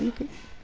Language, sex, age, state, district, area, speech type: Assamese, female, 45-60, Assam, Barpeta, rural, spontaneous